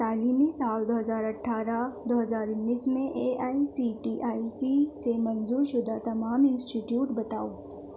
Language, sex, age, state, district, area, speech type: Urdu, female, 18-30, Delhi, Central Delhi, urban, read